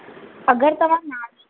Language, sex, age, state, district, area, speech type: Sindhi, female, 18-30, Maharashtra, Thane, urban, conversation